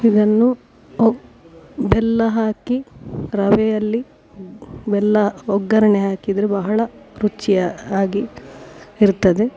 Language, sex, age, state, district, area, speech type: Kannada, female, 45-60, Karnataka, Dakshina Kannada, rural, spontaneous